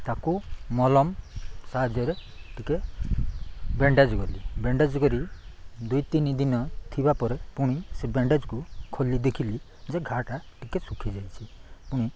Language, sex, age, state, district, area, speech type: Odia, male, 45-60, Odisha, Nabarangpur, rural, spontaneous